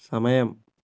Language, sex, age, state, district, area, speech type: Malayalam, male, 45-60, Kerala, Kozhikode, urban, read